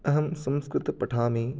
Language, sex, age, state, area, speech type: Sanskrit, male, 18-30, Rajasthan, urban, spontaneous